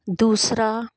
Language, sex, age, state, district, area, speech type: Punjabi, female, 45-60, Punjab, Tarn Taran, urban, spontaneous